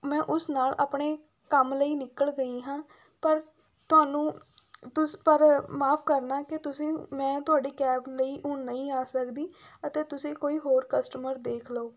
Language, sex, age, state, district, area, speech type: Punjabi, female, 18-30, Punjab, Fatehgarh Sahib, rural, spontaneous